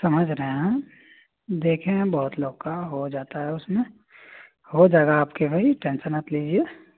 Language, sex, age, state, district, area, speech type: Hindi, male, 18-30, Uttar Pradesh, Azamgarh, rural, conversation